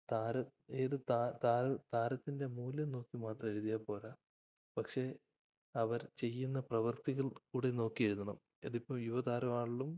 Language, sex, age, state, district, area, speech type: Malayalam, male, 18-30, Kerala, Idukki, rural, spontaneous